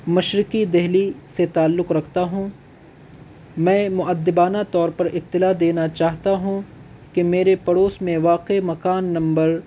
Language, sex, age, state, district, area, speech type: Urdu, male, 18-30, Delhi, North East Delhi, urban, spontaneous